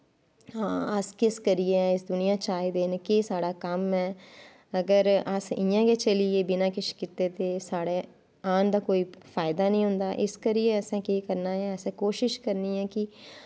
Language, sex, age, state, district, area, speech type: Dogri, female, 30-45, Jammu and Kashmir, Udhampur, urban, spontaneous